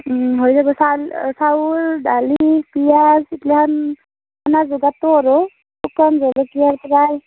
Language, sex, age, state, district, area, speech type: Assamese, female, 30-45, Assam, Darrang, rural, conversation